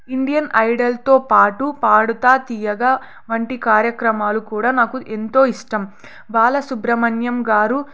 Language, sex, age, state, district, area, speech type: Telugu, female, 18-30, Andhra Pradesh, Sri Satya Sai, urban, spontaneous